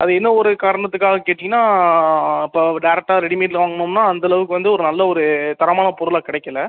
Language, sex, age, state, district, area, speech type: Tamil, male, 18-30, Tamil Nadu, Sivaganga, rural, conversation